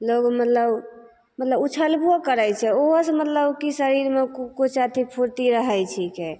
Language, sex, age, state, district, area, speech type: Maithili, female, 30-45, Bihar, Begusarai, rural, spontaneous